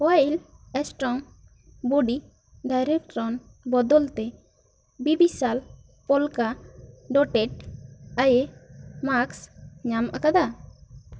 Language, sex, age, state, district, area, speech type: Santali, female, 18-30, West Bengal, Bankura, rural, read